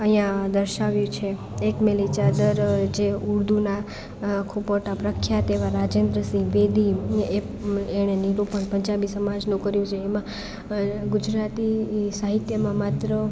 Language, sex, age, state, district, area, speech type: Gujarati, female, 18-30, Gujarat, Amreli, rural, spontaneous